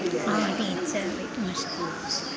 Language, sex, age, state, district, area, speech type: Sanskrit, female, 18-30, Kerala, Thrissur, urban, spontaneous